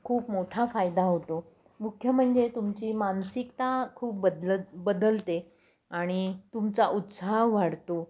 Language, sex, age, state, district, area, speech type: Marathi, female, 60+, Maharashtra, Nashik, urban, spontaneous